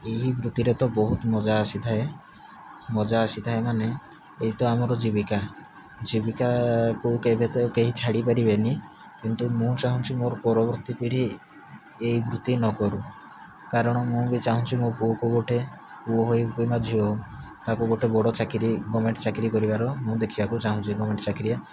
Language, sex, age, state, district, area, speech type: Odia, male, 18-30, Odisha, Rayagada, rural, spontaneous